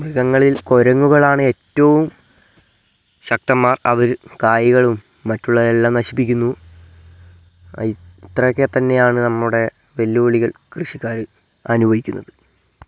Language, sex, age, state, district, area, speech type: Malayalam, male, 18-30, Kerala, Wayanad, rural, spontaneous